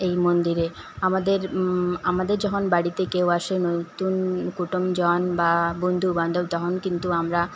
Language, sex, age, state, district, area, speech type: Bengali, female, 18-30, West Bengal, Paschim Bardhaman, rural, spontaneous